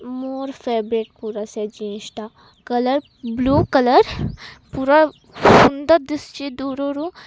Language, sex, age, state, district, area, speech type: Odia, female, 18-30, Odisha, Malkangiri, urban, spontaneous